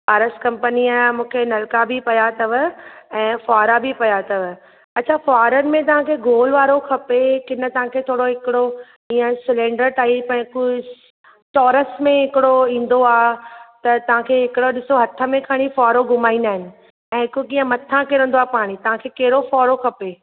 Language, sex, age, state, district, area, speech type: Sindhi, female, 45-60, Maharashtra, Thane, urban, conversation